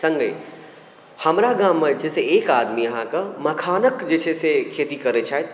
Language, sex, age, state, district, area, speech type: Maithili, male, 18-30, Bihar, Darbhanga, rural, spontaneous